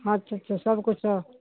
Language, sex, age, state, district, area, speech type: Punjabi, female, 45-60, Punjab, Hoshiarpur, urban, conversation